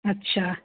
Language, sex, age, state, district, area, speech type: Hindi, female, 45-60, Madhya Pradesh, Jabalpur, urban, conversation